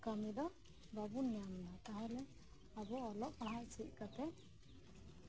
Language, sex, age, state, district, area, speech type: Santali, female, 30-45, West Bengal, Birbhum, rural, spontaneous